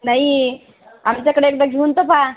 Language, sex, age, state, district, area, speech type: Marathi, female, 30-45, Maharashtra, Nanded, rural, conversation